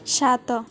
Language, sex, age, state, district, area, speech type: Odia, female, 18-30, Odisha, Malkangiri, urban, read